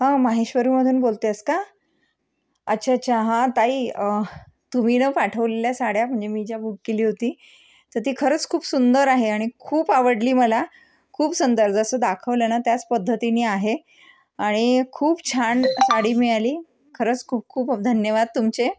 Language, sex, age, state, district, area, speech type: Marathi, female, 30-45, Maharashtra, Amravati, urban, spontaneous